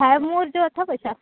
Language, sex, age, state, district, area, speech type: Sindhi, female, 18-30, Madhya Pradesh, Katni, rural, conversation